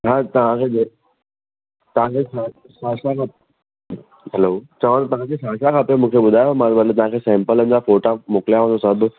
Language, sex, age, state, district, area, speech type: Sindhi, male, 18-30, Maharashtra, Thane, urban, conversation